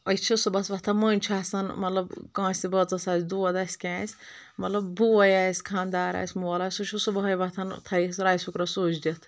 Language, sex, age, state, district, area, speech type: Kashmiri, female, 30-45, Jammu and Kashmir, Anantnag, rural, spontaneous